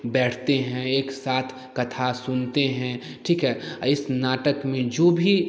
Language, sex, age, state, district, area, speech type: Hindi, male, 18-30, Bihar, Samastipur, rural, spontaneous